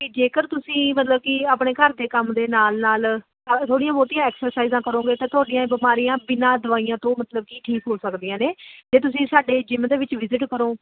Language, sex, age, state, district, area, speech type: Punjabi, female, 30-45, Punjab, Ludhiana, urban, conversation